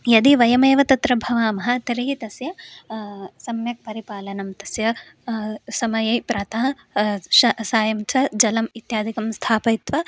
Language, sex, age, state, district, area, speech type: Sanskrit, female, 18-30, Karnataka, Hassan, urban, spontaneous